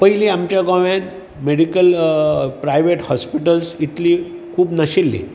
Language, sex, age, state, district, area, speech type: Goan Konkani, male, 60+, Goa, Bardez, urban, spontaneous